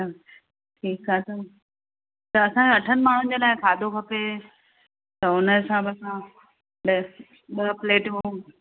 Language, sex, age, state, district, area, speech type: Sindhi, female, 45-60, Maharashtra, Thane, urban, conversation